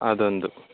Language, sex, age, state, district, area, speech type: Kannada, male, 60+, Karnataka, Bangalore Rural, rural, conversation